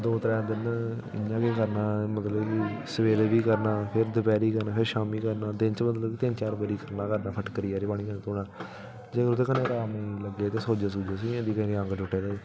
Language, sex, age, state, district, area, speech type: Dogri, male, 18-30, Jammu and Kashmir, Samba, rural, spontaneous